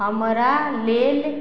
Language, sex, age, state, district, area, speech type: Maithili, female, 45-60, Bihar, Madhubani, rural, read